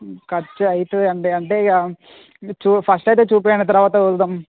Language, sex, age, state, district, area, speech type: Telugu, male, 18-30, Telangana, Ranga Reddy, rural, conversation